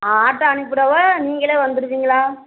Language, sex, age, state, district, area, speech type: Tamil, female, 45-60, Tamil Nadu, Thoothukudi, rural, conversation